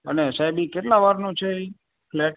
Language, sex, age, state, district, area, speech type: Gujarati, male, 30-45, Gujarat, Morbi, rural, conversation